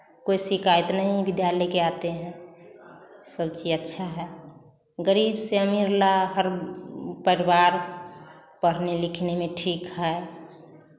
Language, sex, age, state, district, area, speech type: Hindi, female, 30-45, Bihar, Samastipur, rural, spontaneous